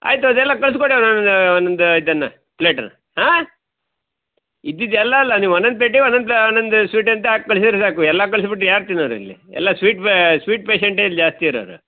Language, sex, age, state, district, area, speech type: Kannada, male, 45-60, Karnataka, Uttara Kannada, rural, conversation